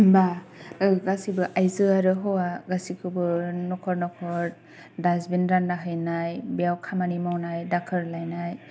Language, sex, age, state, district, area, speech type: Bodo, female, 18-30, Assam, Kokrajhar, rural, spontaneous